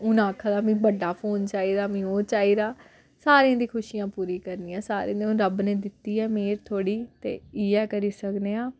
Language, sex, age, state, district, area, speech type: Dogri, female, 18-30, Jammu and Kashmir, Samba, rural, spontaneous